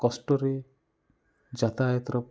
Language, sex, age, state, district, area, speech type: Odia, male, 30-45, Odisha, Rayagada, rural, spontaneous